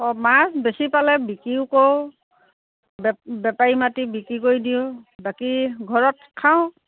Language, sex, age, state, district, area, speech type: Assamese, female, 45-60, Assam, Dhemaji, rural, conversation